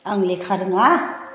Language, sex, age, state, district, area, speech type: Bodo, female, 60+, Assam, Chirang, urban, spontaneous